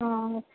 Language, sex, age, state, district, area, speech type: Gujarati, female, 18-30, Gujarat, Valsad, urban, conversation